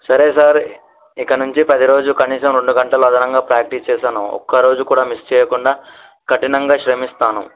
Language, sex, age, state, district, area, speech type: Telugu, male, 18-30, Telangana, Mahabubabad, urban, conversation